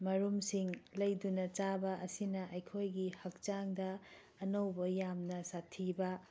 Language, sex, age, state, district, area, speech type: Manipuri, female, 45-60, Manipur, Tengnoupal, rural, spontaneous